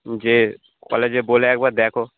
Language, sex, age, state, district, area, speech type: Bengali, male, 18-30, West Bengal, North 24 Parganas, urban, conversation